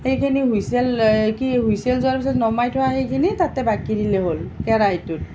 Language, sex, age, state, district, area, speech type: Assamese, female, 45-60, Assam, Nalbari, rural, spontaneous